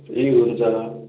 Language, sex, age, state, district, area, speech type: Nepali, male, 18-30, West Bengal, Darjeeling, rural, conversation